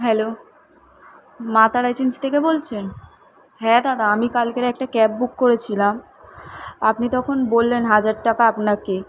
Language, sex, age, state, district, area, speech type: Bengali, female, 18-30, West Bengal, Kolkata, urban, spontaneous